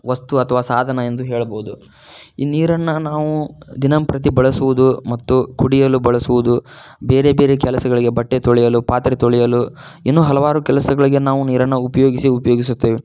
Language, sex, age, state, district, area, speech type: Kannada, male, 30-45, Karnataka, Tumkur, rural, spontaneous